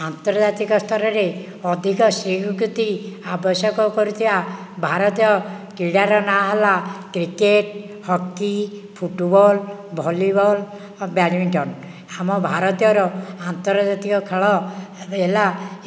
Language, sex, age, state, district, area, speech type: Odia, male, 60+, Odisha, Nayagarh, rural, spontaneous